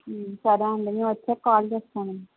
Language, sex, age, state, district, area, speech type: Telugu, female, 18-30, Andhra Pradesh, Eluru, rural, conversation